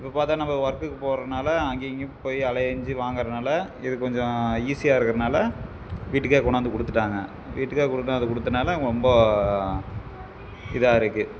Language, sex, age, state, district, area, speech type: Tamil, male, 30-45, Tamil Nadu, Namakkal, rural, spontaneous